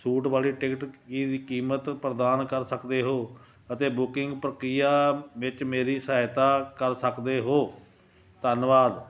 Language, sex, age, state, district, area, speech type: Punjabi, male, 60+, Punjab, Ludhiana, rural, read